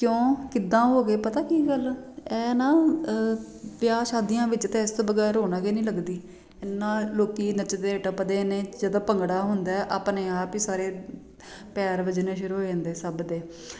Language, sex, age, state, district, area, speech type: Punjabi, female, 30-45, Punjab, Jalandhar, urban, spontaneous